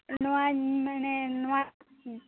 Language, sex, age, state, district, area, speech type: Santali, female, 18-30, West Bengal, Bankura, rural, conversation